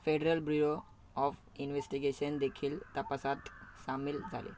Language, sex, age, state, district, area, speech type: Marathi, male, 18-30, Maharashtra, Thane, urban, read